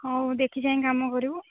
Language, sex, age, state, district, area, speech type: Odia, female, 18-30, Odisha, Jagatsinghpur, rural, conversation